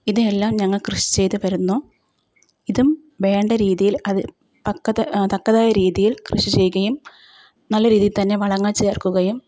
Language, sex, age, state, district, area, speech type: Malayalam, female, 30-45, Kerala, Kottayam, rural, spontaneous